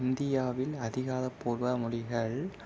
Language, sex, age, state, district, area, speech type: Tamil, male, 18-30, Tamil Nadu, Virudhunagar, urban, spontaneous